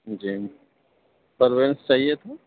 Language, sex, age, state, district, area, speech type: Urdu, male, 30-45, Uttar Pradesh, Gautam Buddha Nagar, rural, conversation